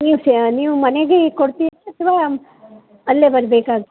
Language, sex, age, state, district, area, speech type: Kannada, female, 60+, Karnataka, Dakshina Kannada, rural, conversation